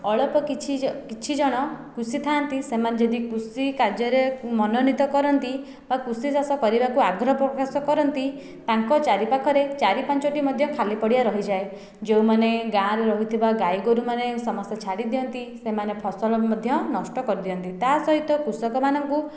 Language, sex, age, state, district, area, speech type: Odia, female, 18-30, Odisha, Khordha, rural, spontaneous